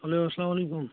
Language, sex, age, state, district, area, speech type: Kashmiri, male, 18-30, Jammu and Kashmir, Kupwara, rural, conversation